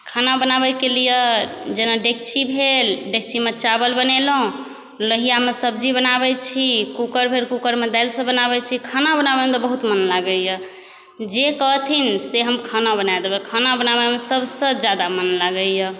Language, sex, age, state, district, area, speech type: Maithili, female, 18-30, Bihar, Supaul, rural, spontaneous